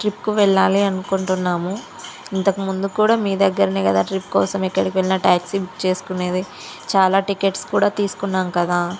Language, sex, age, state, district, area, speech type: Telugu, female, 18-30, Telangana, Karimnagar, rural, spontaneous